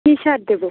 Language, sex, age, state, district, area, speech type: Bengali, female, 18-30, West Bengal, Uttar Dinajpur, urban, conversation